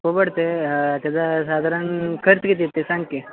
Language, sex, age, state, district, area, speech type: Marathi, male, 18-30, Maharashtra, Sangli, rural, conversation